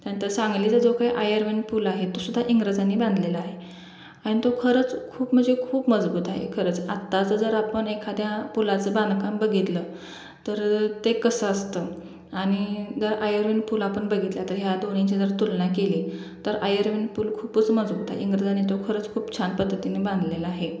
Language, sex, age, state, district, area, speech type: Marathi, female, 18-30, Maharashtra, Sangli, rural, spontaneous